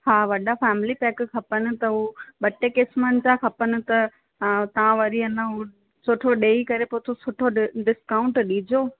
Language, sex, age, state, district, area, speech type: Sindhi, female, 18-30, Rajasthan, Ajmer, urban, conversation